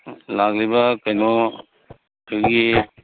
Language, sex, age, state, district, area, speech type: Manipuri, male, 60+, Manipur, Imphal East, urban, conversation